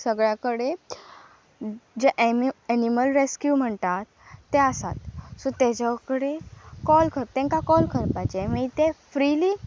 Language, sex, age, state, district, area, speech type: Goan Konkani, female, 18-30, Goa, Pernem, rural, spontaneous